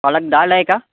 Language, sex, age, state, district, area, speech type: Marathi, male, 18-30, Maharashtra, Nagpur, urban, conversation